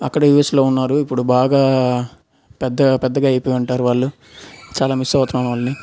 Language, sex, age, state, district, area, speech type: Telugu, male, 18-30, Andhra Pradesh, Nellore, urban, spontaneous